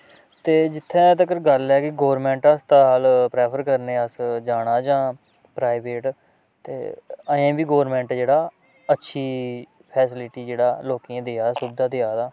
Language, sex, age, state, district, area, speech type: Dogri, male, 18-30, Jammu and Kashmir, Samba, rural, spontaneous